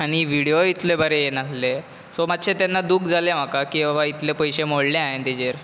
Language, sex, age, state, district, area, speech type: Goan Konkani, male, 18-30, Goa, Bardez, urban, spontaneous